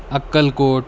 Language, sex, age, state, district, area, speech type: Marathi, male, 18-30, Maharashtra, Nanded, rural, spontaneous